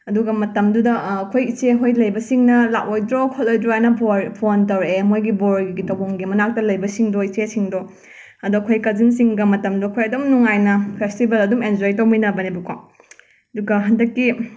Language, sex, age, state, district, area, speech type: Manipuri, female, 30-45, Manipur, Imphal West, rural, spontaneous